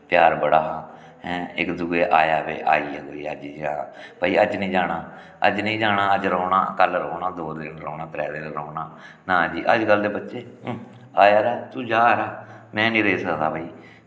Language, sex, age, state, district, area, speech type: Dogri, male, 45-60, Jammu and Kashmir, Samba, rural, spontaneous